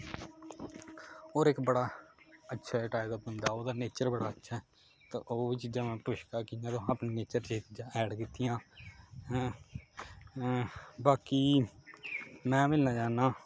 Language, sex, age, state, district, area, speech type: Dogri, male, 18-30, Jammu and Kashmir, Kathua, rural, spontaneous